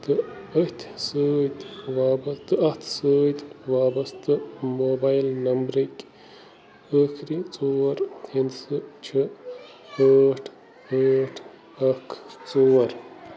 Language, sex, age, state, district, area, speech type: Kashmiri, male, 30-45, Jammu and Kashmir, Bandipora, rural, read